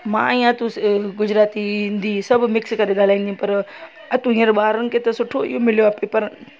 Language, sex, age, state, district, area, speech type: Sindhi, female, 45-60, Gujarat, Junagadh, rural, spontaneous